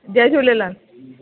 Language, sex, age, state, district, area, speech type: Sindhi, female, 30-45, Delhi, South Delhi, urban, conversation